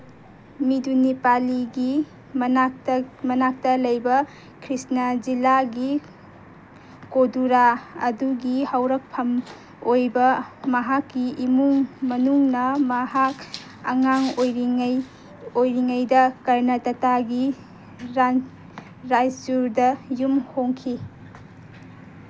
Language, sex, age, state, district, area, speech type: Manipuri, female, 18-30, Manipur, Kangpokpi, urban, read